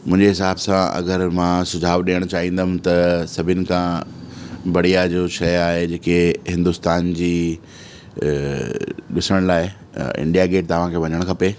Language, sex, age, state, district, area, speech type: Sindhi, male, 30-45, Delhi, South Delhi, urban, spontaneous